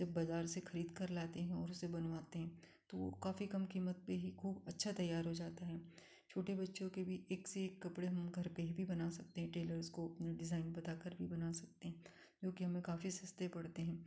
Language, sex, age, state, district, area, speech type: Hindi, female, 45-60, Madhya Pradesh, Ujjain, rural, spontaneous